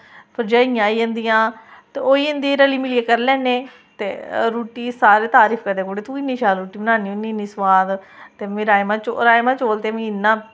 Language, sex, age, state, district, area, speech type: Dogri, female, 30-45, Jammu and Kashmir, Samba, rural, spontaneous